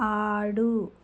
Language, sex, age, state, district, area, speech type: Telugu, female, 30-45, Andhra Pradesh, Kakinada, rural, read